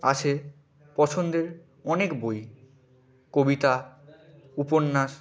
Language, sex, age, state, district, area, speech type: Bengali, male, 18-30, West Bengal, Purba Medinipur, rural, spontaneous